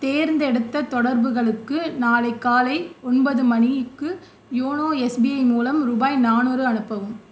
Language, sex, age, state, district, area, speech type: Tamil, female, 18-30, Tamil Nadu, Tiruvarur, urban, read